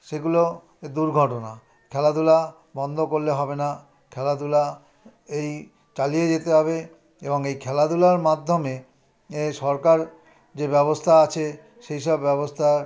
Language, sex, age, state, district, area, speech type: Bengali, male, 60+, West Bengal, South 24 Parganas, urban, spontaneous